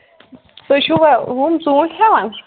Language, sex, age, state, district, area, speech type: Kashmiri, female, 18-30, Jammu and Kashmir, Kulgam, rural, conversation